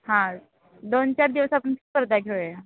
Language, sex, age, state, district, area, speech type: Marathi, female, 18-30, Maharashtra, Satara, rural, conversation